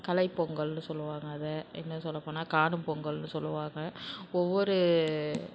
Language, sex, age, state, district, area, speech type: Tamil, female, 60+, Tamil Nadu, Nagapattinam, rural, spontaneous